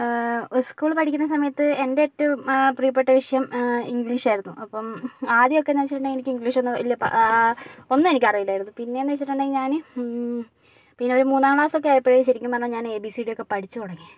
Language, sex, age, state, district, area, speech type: Malayalam, female, 30-45, Kerala, Kozhikode, urban, spontaneous